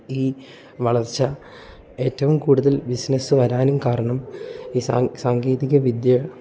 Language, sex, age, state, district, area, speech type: Malayalam, male, 18-30, Kerala, Idukki, rural, spontaneous